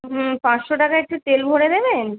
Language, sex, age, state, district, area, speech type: Bengali, female, 18-30, West Bengal, Kolkata, urban, conversation